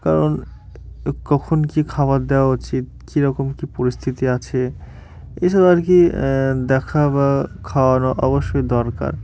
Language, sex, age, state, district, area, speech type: Bengali, male, 18-30, West Bengal, Murshidabad, urban, spontaneous